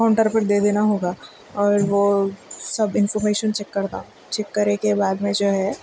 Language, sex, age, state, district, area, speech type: Urdu, female, 18-30, Telangana, Hyderabad, urban, spontaneous